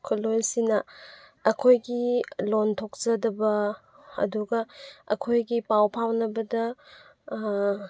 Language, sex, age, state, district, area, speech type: Manipuri, female, 18-30, Manipur, Chandel, rural, spontaneous